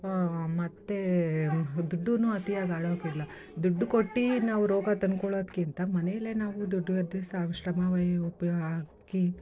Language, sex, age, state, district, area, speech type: Kannada, female, 30-45, Karnataka, Mysore, rural, spontaneous